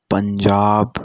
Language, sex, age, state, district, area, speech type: Hindi, male, 60+, Rajasthan, Jaipur, urban, spontaneous